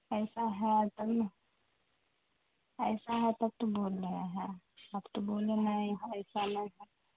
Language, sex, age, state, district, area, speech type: Urdu, female, 18-30, Bihar, Supaul, rural, conversation